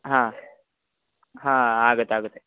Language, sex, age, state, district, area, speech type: Kannada, male, 18-30, Karnataka, Shimoga, rural, conversation